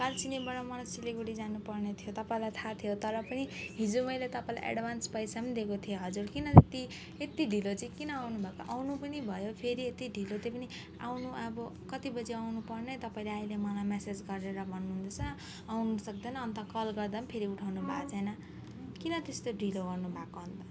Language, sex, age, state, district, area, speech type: Nepali, female, 18-30, West Bengal, Alipurduar, urban, spontaneous